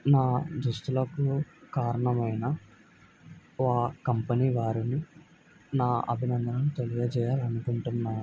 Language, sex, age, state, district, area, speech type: Telugu, male, 18-30, Andhra Pradesh, Kadapa, rural, spontaneous